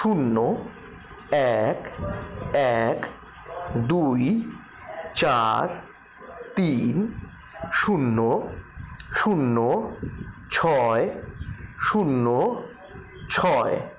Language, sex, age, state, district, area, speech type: Bengali, male, 60+, West Bengal, Paschim Bardhaman, rural, spontaneous